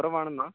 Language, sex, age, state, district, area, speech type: Malayalam, male, 18-30, Kerala, Kozhikode, urban, conversation